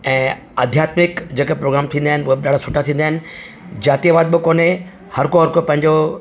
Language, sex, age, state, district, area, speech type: Sindhi, male, 45-60, Delhi, South Delhi, urban, spontaneous